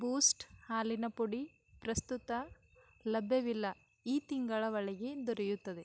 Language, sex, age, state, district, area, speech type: Kannada, female, 18-30, Karnataka, Bidar, rural, read